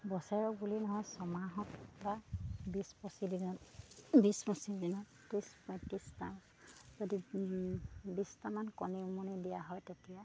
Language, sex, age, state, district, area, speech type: Assamese, female, 30-45, Assam, Sivasagar, rural, spontaneous